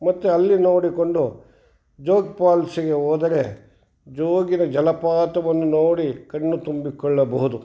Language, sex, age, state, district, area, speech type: Kannada, male, 60+, Karnataka, Kolar, urban, spontaneous